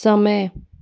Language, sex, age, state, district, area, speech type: Hindi, female, 18-30, Rajasthan, Jaipur, urban, read